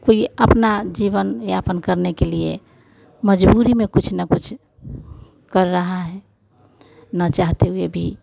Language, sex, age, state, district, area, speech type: Hindi, female, 60+, Bihar, Vaishali, urban, spontaneous